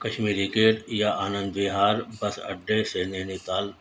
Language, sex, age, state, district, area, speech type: Urdu, male, 60+, Delhi, Central Delhi, urban, spontaneous